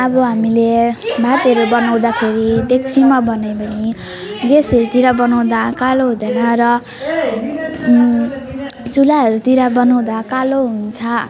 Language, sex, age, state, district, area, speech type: Nepali, female, 18-30, West Bengal, Alipurduar, urban, spontaneous